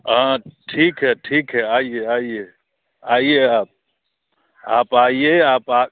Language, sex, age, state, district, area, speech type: Hindi, male, 45-60, Bihar, Muzaffarpur, rural, conversation